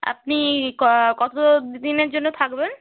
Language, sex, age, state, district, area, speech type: Bengali, female, 18-30, West Bengal, Nadia, rural, conversation